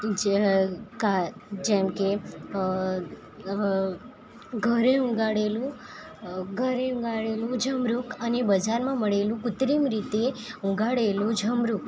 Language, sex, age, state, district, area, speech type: Gujarati, female, 18-30, Gujarat, Valsad, rural, spontaneous